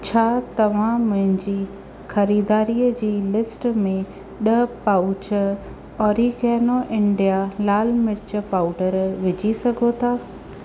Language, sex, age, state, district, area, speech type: Sindhi, female, 30-45, Maharashtra, Thane, urban, read